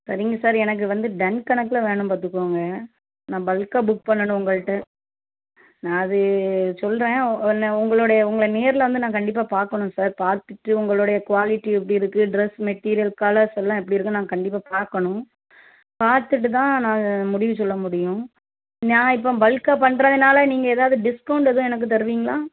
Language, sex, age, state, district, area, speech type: Tamil, female, 30-45, Tamil Nadu, Thoothukudi, rural, conversation